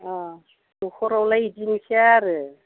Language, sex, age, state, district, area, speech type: Bodo, female, 60+, Assam, Baksa, rural, conversation